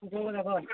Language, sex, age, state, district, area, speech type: Bengali, female, 18-30, West Bengal, Cooch Behar, rural, conversation